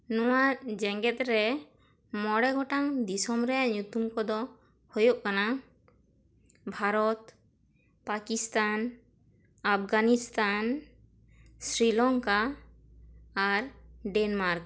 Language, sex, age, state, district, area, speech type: Santali, female, 18-30, West Bengal, Bankura, rural, spontaneous